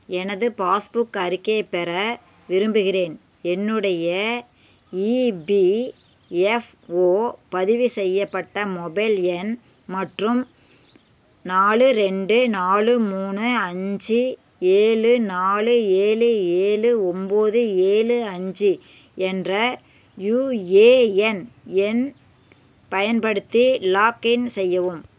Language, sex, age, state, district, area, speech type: Tamil, female, 45-60, Tamil Nadu, Namakkal, rural, read